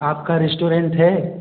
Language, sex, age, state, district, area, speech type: Hindi, male, 18-30, Uttar Pradesh, Jaunpur, urban, conversation